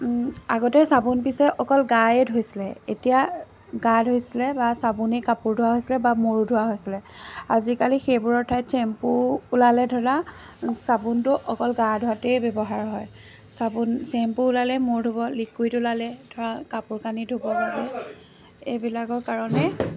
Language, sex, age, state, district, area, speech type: Assamese, female, 30-45, Assam, Jorhat, rural, spontaneous